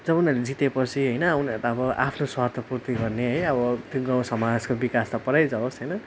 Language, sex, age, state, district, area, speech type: Nepali, male, 18-30, West Bengal, Darjeeling, rural, spontaneous